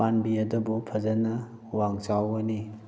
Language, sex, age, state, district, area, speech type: Manipuri, male, 18-30, Manipur, Kakching, rural, spontaneous